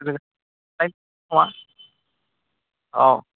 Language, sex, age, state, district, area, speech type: Bodo, male, 18-30, Assam, Kokrajhar, rural, conversation